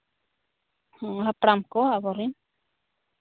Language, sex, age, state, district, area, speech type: Santali, female, 45-60, Jharkhand, East Singhbhum, rural, conversation